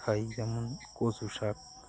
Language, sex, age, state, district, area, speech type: Bengali, male, 30-45, West Bengal, Birbhum, urban, spontaneous